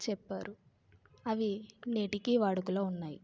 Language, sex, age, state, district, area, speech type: Telugu, female, 30-45, Andhra Pradesh, Kakinada, rural, spontaneous